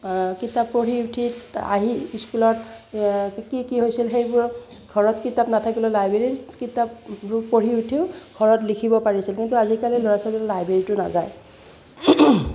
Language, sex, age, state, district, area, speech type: Assamese, female, 60+, Assam, Udalguri, rural, spontaneous